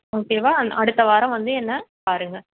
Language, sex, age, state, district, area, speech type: Tamil, female, 30-45, Tamil Nadu, Chennai, urban, conversation